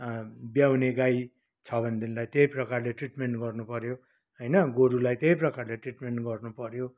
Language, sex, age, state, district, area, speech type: Nepali, male, 60+, West Bengal, Kalimpong, rural, spontaneous